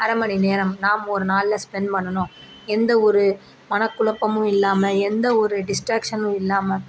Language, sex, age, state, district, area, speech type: Tamil, female, 30-45, Tamil Nadu, Perambalur, rural, spontaneous